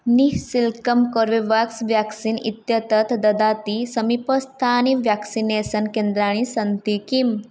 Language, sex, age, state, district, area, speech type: Sanskrit, female, 18-30, Odisha, Mayurbhanj, rural, read